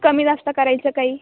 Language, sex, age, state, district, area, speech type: Marathi, female, 18-30, Maharashtra, Nashik, urban, conversation